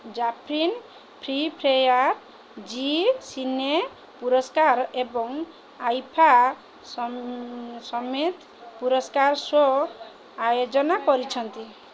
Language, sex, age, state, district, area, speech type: Odia, female, 30-45, Odisha, Kendrapara, urban, read